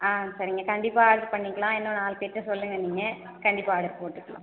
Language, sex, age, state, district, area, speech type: Tamil, female, 30-45, Tamil Nadu, Cuddalore, rural, conversation